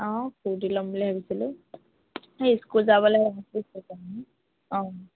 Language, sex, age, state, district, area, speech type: Assamese, female, 18-30, Assam, Lakhimpur, rural, conversation